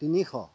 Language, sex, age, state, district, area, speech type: Assamese, male, 30-45, Assam, Dhemaji, rural, spontaneous